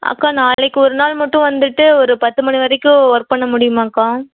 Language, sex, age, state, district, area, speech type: Tamil, female, 18-30, Tamil Nadu, Erode, rural, conversation